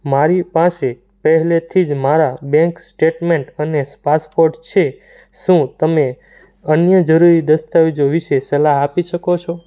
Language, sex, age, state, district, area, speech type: Gujarati, male, 18-30, Gujarat, Surat, rural, read